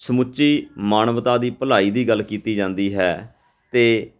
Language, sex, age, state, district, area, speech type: Punjabi, male, 45-60, Punjab, Fatehgarh Sahib, urban, spontaneous